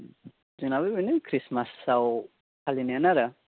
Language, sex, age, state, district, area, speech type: Bodo, male, 18-30, Assam, Baksa, rural, conversation